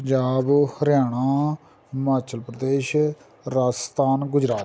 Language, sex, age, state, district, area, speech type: Punjabi, male, 45-60, Punjab, Amritsar, rural, spontaneous